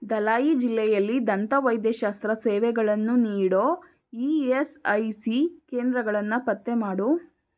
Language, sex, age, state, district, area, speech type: Kannada, female, 18-30, Karnataka, Tumkur, urban, read